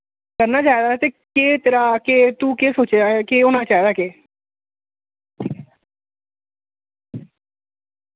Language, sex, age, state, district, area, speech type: Dogri, male, 18-30, Jammu and Kashmir, Jammu, urban, conversation